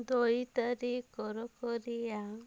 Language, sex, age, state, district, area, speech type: Odia, female, 30-45, Odisha, Rayagada, rural, spontaneous